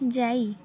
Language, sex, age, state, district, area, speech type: Odia, female, 18-30, Odisha, Kendrapara, urban, spontaneous